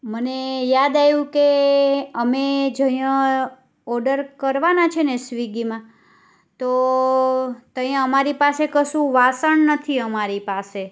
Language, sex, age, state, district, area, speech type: Gujarati, female, 30-45, Gujarat, Kheda, rural, spontaneous